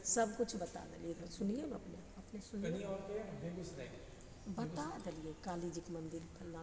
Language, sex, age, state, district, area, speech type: Maithili, female, 45-60, Bihar, Begusarai, rural, spontaneous